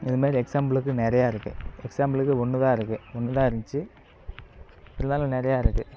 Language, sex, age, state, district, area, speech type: Tamil, male, 18-30, Tamil Nadu, Kallakurichi, rural, spontaneous